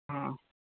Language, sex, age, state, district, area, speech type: Maithili, male, 18-30, Bihar, Saharsa, urban, conversation